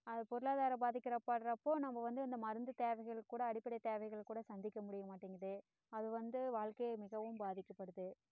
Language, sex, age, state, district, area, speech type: Tamil, female, 30-45, Tamil Nadu, Namakkal, rural, spontaneous